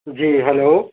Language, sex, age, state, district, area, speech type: Urdu, male, 30-45, Uttar Pradesh, Lucknow, urban, conversation